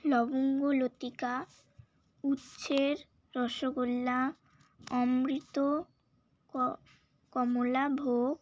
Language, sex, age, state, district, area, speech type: Bengali, female, 18-30, West Bengal, Alipurduar, rural, spontaneous